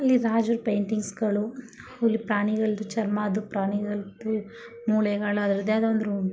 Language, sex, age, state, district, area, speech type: Kannada, female, 45-60, Karnataka, Mysore, rural, spontaneous